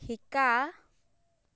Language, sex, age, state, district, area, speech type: Assamese, female, 18-30, Assam, Dhemaji, rural, read